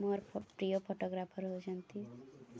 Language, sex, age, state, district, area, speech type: Odia, female, 18-30, Odisha, Mayurbhanj, rural, spontaneous